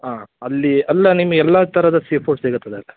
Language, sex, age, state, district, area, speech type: Kannada, male, 18-30, Karnataka, Davanagere, rural, conversation